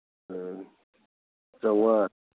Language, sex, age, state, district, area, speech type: Manipuri, male, 60+, Manipur, Imphal East, rural, conversation